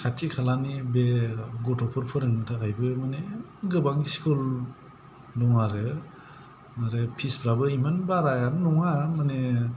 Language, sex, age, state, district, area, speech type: Bodo, male, 45-60, Assam, Kokrajhar, rural, spontaneous